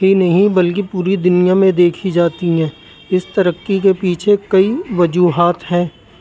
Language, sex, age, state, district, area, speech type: Urdu, male, 30-45, Uttar Pradesh, Rampur, urban, spontaneous